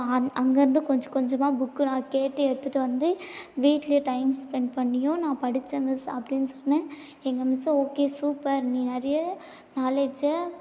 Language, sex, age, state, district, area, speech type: Tamil, female, 18-30, Tamil Nadu, Tiruvannamalai, urban, spontaneous